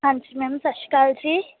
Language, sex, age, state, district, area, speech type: Punjabi, female, 18-30, Punjab, Bathinda, rural, conversation